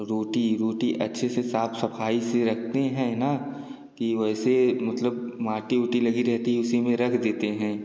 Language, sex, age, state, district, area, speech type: Hindi, male, 18-30, Uttar Pradesh, Jaunpur, urban, spontaneous